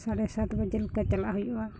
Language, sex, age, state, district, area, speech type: Santali, female, 30-45, Jharkhand, Pakur, rural, spontaneous